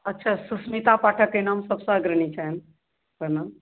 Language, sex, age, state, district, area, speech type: Maithili, female, 45-60, Bihar, Supaul, rural, conversation